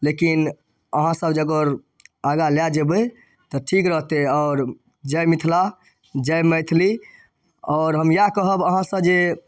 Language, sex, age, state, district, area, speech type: Maithili, male, 18-30, Bihar, Darbhanga, rural, spontaneous